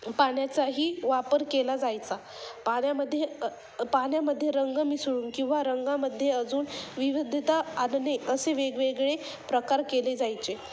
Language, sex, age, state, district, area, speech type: Marathi, female, 18-30, Maharashtra, Ahmednagar, urban, spontaneous